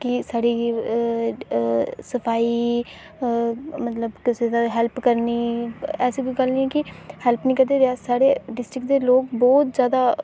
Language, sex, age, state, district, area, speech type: Dogri, female, 18-30, Jammu and Kashmir, Reasi, rural, spontaneous